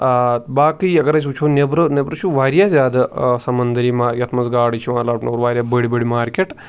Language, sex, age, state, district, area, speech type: Kashmiri, male, 18-30, Jammu and Kashmir, Pulwama, rural, spontaneous